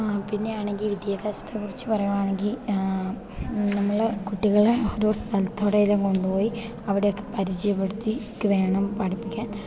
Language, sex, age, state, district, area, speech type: Malayalam, female, 18-30, Kerala, Idukki, rural, spontaneous